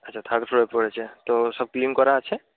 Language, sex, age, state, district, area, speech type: Bengali, male, 30-45, West Bengal, Jalpaiguri, rural, conversation